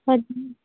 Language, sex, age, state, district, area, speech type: Punjabi, female, 18-30, Punjab, Muktsar, urban, conversation